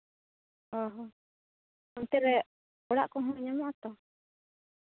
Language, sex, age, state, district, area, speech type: Santali, female, 30-45, Jharkhand, Seraikela Kharsawan, rural, conversation